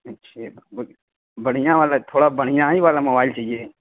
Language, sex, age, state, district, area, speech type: Urdu, male, 18-30, Uttar Pradesh, Saharanpur, urban, conversation